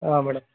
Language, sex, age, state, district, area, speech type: Kannada, male, 30-45, Karnataka, Kolar, rural, conversation